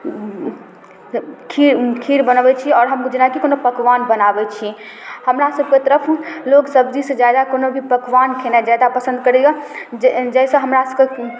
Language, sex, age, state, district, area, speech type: Maithili, female, 18-30, Bihar, Darbhanga, rural, spontaneous